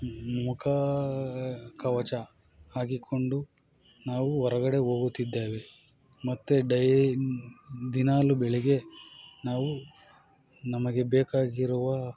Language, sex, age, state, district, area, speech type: Kannada, male, 45-60, Karnataka, Bangalore Urban, rural, spontaneous